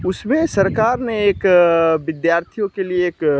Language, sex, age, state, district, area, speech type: Hindi, male, 30-45, Bihar, Begusarai, rural, spontaneous